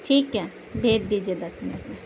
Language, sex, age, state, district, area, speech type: Urdu, female, 30-45, Delhi, South Delhi, urban, spontaneous